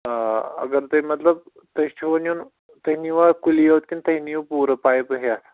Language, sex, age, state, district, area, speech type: Kashmiri, male, 18-30, Jammu and Kashmir, Pulwama, rural, conversation